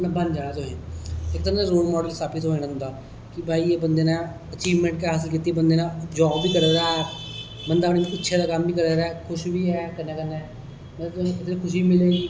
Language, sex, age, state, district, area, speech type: Dogri, male, 30-45, Jammu and Kashmir, Kathua, rural, spontaneous